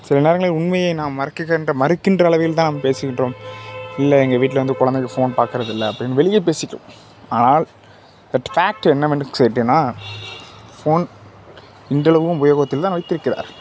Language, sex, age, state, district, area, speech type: Tamil, male, 45-60, Tamil Nadu, Tiruvarur, urban, spontaneous